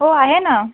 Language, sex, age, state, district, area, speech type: Marathi, female, 30-45, Maharashtra, Thane, urban, conversation